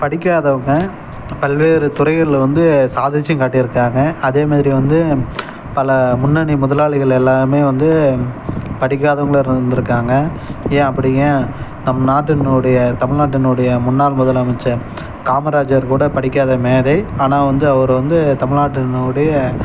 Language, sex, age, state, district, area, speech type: Tamil, male, 30-45, Tamil Nadu, Kallakurichi, rural, spontaneous